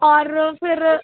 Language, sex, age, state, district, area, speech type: Hindi, female, 18-30, Madhya Pradesh, Hoshangabad, urban, conversation